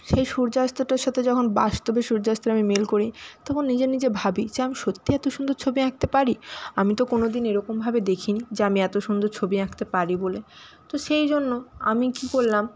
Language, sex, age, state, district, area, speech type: Bengali, female, 30-45, West Bengal, Nadia, urban, spontaneous